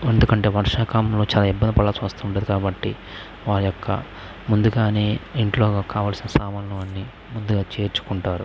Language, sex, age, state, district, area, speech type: Telugu, male, 18-30, Andhra Pradesh, Krishna, rural, spontaneous